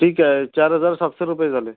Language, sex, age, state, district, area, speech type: Marathi, male, 18-30, Maharashtra, Gondia, rural, conversation